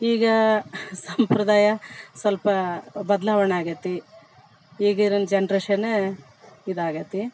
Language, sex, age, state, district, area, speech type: Kannada, female, 45-60, Karnataka, Vijayanagara, rural, spontaneous